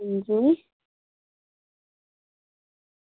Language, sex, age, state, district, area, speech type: Dogri, female, 30-45, Jammu and Kashmir, Udhampur, rural, conversation